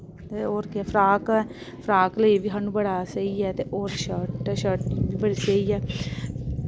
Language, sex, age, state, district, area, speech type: Dogri, female, 30-45, Jammu and Kashmir, Samba, urban, spontaneous